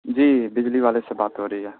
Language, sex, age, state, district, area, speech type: Urdu, male, 30-45, Bihar, Supaul, urban, conversation